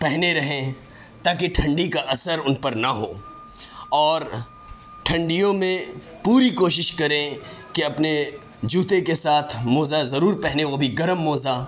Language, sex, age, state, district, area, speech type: Urdu, male, 18-30, Delhi, Central Delhi, urban, spontaneous